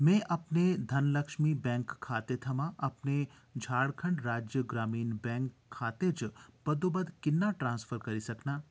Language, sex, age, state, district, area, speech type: Dogri, male, 45-60, Jammu and Kashmir, Jammu, urban, read